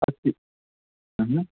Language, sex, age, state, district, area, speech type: Sanskrit, male, 30-45, Karnataka, Bangalore Urban, urban, conversation